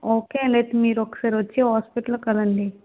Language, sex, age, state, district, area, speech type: Telugu, female, 18-30, Andhra Pradesh, Visakhapatnam, rural, conversation